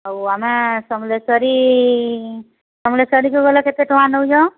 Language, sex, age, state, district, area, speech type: Odia, female, 30-45, Odisha, Sambalpur, rural, conversation